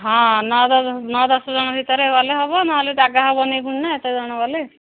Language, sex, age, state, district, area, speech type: Odia, female, 45-60, Odisha, Angul, rural, conversation